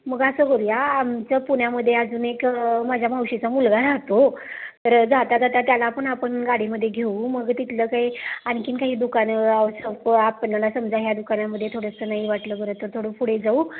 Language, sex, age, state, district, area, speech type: Marathi, female, 30-45, Maharashtra, Satara, rural, conversation